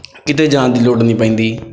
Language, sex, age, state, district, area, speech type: Punjabi, male, 18-30, Punjab, Bathinda, rural, spontaneous